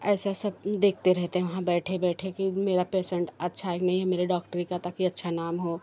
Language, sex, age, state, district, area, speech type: Hindi, female, 30-45, Uttar Pradesh, Jaunpur, rural, spontaneous